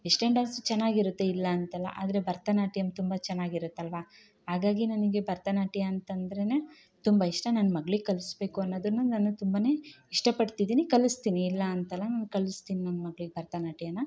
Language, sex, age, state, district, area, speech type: Kannada, female, 30-45, Karnataka, Chikkamagaluru, rural, spontaneous